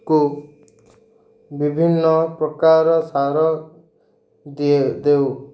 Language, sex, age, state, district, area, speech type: Odia, male, 30-45, Odisha, Ganjam, urban, spontaneous